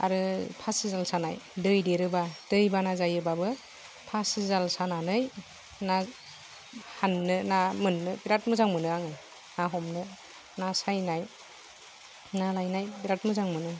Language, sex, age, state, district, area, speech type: Bodo, female, 45-60, Assam, Kokrajhar, urban, spontaneous